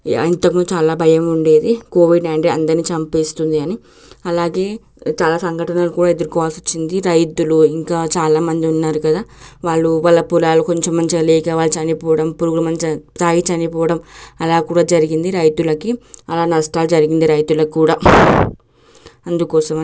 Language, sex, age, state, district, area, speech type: Telugu, female, 18-30, Telangana, Nalgonda, urban, spontaneous